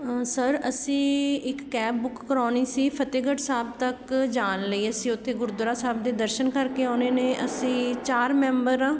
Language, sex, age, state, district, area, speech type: Punjabi, female, 30-45, Punjab, Patiala, rural, spontaneous